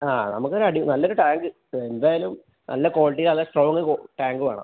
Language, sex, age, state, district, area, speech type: Malayalam, male, 30-45, Kerala, Palakkad, urban, conversation